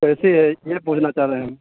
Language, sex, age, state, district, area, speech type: Urdu, male, 18-30, Uttar Pradesh, Saharanpur, urban, conversation